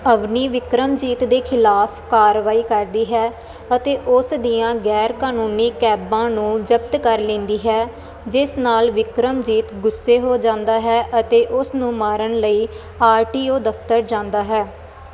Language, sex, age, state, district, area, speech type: Punjabi, female, 18-30, Punjab, Firozpur, rural, read